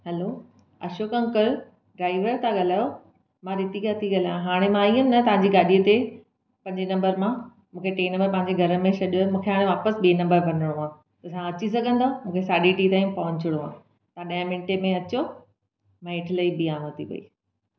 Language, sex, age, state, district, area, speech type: Sindhi, female, 30-45, Maharashtra, Thane, urban, spontaneous